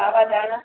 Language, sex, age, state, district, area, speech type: Sindhi, female, 45-60, Gujarat, Junagadh, urban, conversation